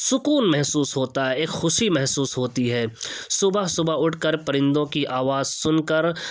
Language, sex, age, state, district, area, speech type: Urdu, male, 18-30, Uttar Pradesh, Ghaziabad, urban, spontaneous